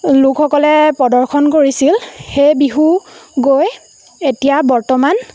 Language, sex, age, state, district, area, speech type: Assamese, female, 18-30, Assam, Lakhimpur, rural, spontaneous